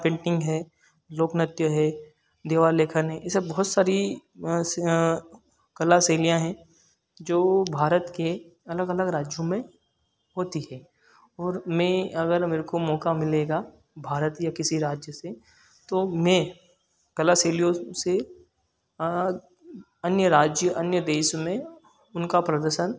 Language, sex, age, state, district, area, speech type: Hindi, male, 18-30, Madhya Pradesh, Ujjain, rural, spontaneous